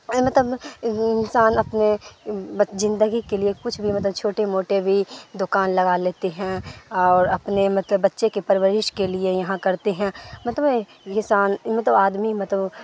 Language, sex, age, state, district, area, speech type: Urdu, female, 18-30, Bihar, Supaul, rural, spontaneous